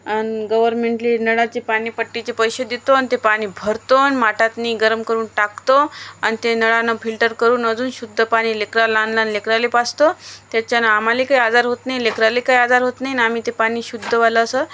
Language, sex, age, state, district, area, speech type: Marathi, female, 30-45, Maharashtra, Washim, urban, spontaneous